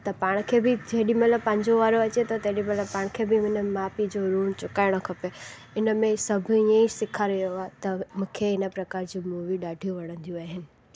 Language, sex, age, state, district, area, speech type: Sindhi, female, 18-30, Gujarat, Junagadh, rural, spontaneous